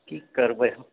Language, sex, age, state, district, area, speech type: Maithili, male, 30-45, Bihar, Purnia, rural, conversation